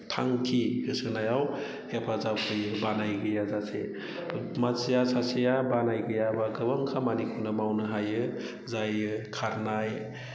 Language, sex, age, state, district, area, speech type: Bodo, male, 30-45, Assam, Udalguri, rural, spontaneous